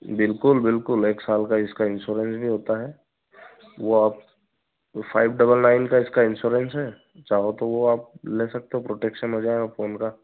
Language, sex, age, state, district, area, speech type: Hindi, male, 30-45, Madhya Pradesh, Ujjain, rural, conversation